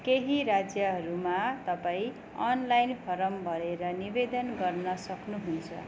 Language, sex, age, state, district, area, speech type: Nepali, female, 45-60, West Bengal, Darjeeling, rural, read